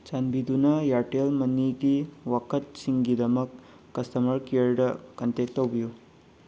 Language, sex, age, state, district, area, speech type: Manipuri, male, 18-30, Manipur, Bishnupur, rural, read